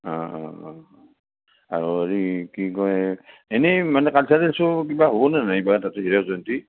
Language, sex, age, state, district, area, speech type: Assamese, male, 60+, Assam, Udalguri, urban, conversation